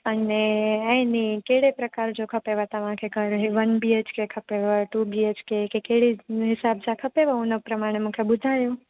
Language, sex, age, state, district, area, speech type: Sindhi, female, 18-30, Gujarat, Junagadh, urban, conversation